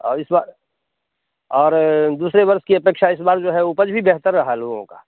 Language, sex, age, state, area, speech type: Hindi, male, 60+, Bihar, urban, conversation